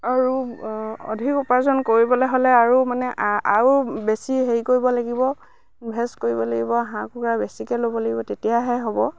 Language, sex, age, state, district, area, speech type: Assamese, female, 60+, Assam, Dibrugarh, rural, spontaneous